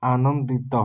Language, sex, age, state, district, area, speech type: Odia, male, 18-30, Odisha, Puri, urban, read